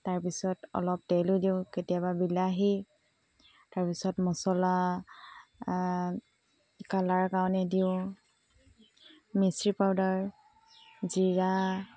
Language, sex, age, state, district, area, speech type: Assamese, female, 30-45, Assam, Tinsukia, urban, spontaneous